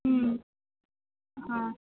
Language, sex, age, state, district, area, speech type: Maithili, female, 18-30, Bihar, Madhubani, urban, conversation